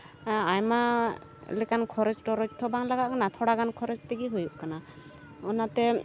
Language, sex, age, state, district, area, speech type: Santali, female, 18-30, West Bengal, Uttar Dinajpur, rural, spontaneous